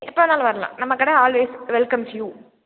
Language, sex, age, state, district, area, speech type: Tamil, female, 18-30, Tamil Nadu, Thanjavur, rural, conversation